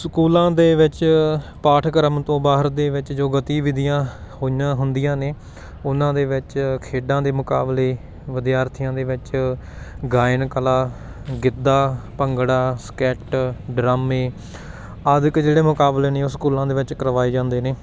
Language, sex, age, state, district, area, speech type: Punjabi, male, 18-30, Punjab, Patiala, rural, spontaneous